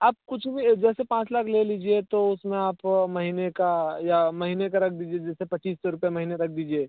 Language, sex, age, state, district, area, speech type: Hindi, male, 30-45, Uttar Pradesh, Mirzapur, rural, conversation